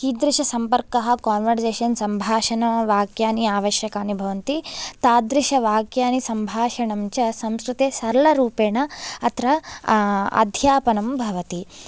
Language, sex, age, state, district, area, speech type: Sanskrit, female, 18-30, Andhra Pradesh, Visakhapatnam, urban, spontaneous